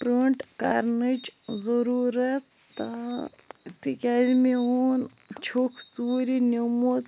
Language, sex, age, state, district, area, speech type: Kashmiri, female, 18-30, Jammu and Kashmir, Bandipora, rural, read